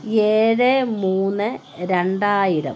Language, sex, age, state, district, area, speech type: Malayalam, female, 45-60, Kerala, Kottayam, rural, spontaneous